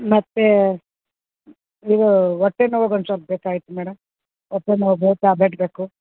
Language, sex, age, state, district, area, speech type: Kannada, female, 45-60, Karnataka, Bellary, urban, conversation